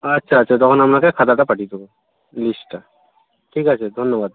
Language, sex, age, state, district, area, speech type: Bengali, male, 45-60, West Bengal, Purba Medinipur, rural, conversation